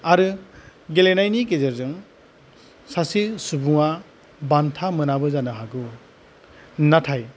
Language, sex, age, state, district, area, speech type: Bodo, male, 45-60, Assam, Kokrajhar, rural, spontaneous